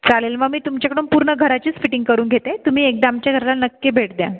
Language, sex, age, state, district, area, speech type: Marathi, female, 18-30, Maharashtra, Buldhana, urban, conversation